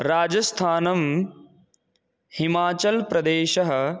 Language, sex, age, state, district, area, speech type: Sanskrit, male, 18-30, Rajasthan, Jaipur, rural, spontaneous